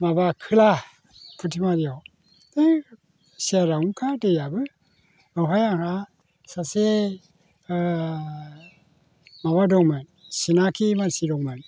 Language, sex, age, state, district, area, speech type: Bodo, male, 60+, Assam, Chirang, rural, spontaneous